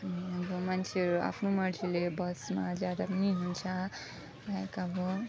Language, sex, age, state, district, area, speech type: Nepali, female, 30-45, West Bengal, Alipurduar, rural, spontaneous